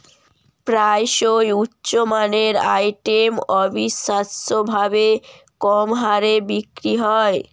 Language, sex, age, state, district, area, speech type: Bengali, female, 18-30, West Bengal, Jalpaiguri, rural, read